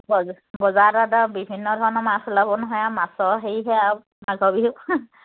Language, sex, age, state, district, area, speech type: Assamese, female, 30-45, Assam, Charaideo, rural, conversation